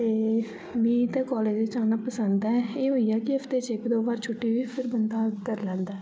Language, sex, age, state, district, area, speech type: Dogri, female, 18-30, Jammu and Kashmir, Jammu, urban, spontaneous